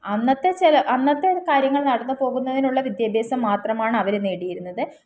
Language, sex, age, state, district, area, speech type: Malayalam, female, 18-30, Kerala, Palakkad, rural, spontaneous